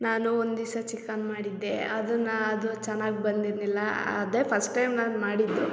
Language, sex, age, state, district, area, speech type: Kannada, female, 30-45, Karnataka, Hassan, urban, spontaneous